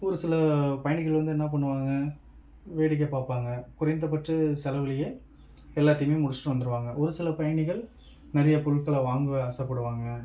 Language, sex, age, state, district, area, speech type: Tamil, male, 45-60, Tamil Nadu, Mayiladuthurai, rural, spontaneous